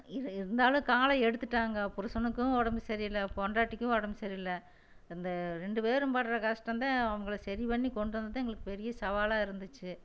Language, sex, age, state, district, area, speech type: Tamil, female, 60+, Tamil Nadu, Erode, rural, spontaneous